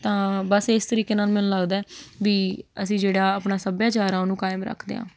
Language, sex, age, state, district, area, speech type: Punjabi, female, 18-30, Punjab, Patiala, urban, spontaneous